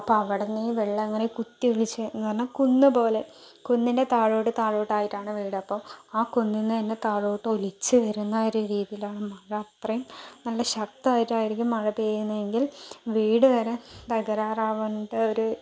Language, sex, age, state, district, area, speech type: Malayalam, female, 45-60, Kerala, Palakkad, urban, spontaneous